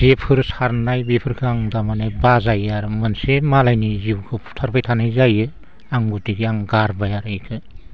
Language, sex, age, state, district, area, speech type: Bodo, male, 60+, Assam, Baksa, urban, spontaneous